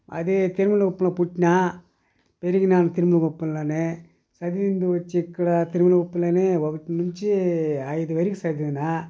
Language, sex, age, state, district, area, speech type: Telugu, male, 60+, Andhra Pradesh, Sri Balaji, rural, spontaneous